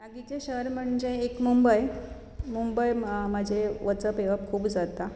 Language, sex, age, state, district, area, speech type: Goan Konkani, female, 45-60, Goa, Bardez, urban, spontaneous